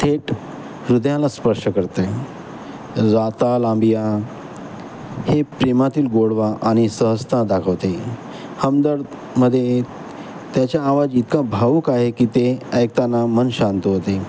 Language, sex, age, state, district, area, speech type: Marathi, male, 45-60, Maharashtra, Nagpur, urban, spontaneous